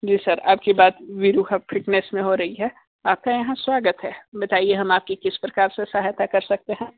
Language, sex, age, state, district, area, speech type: Hindi, male, 18-30, Uttar Pradesh, Sonbhadra, rural, conversation